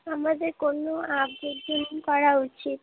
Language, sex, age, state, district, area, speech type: Bengali, female, 18-30, West Bengal, Alipurduar, rural, conversation